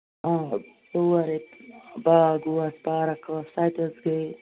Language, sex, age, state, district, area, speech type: Kashmiri, female, 45-60, Jammu and Kashmir, Ganderbal, rural, conversation